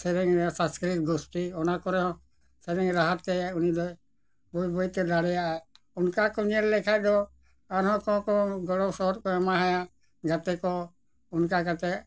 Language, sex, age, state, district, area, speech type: Santali, male, 60+, Jharkhand, Bokaro, rural, spontaneous